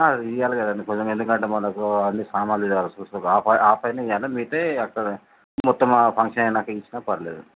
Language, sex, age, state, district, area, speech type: Telugu, male, 45-60, Telangana, Mancherial, rural, conversation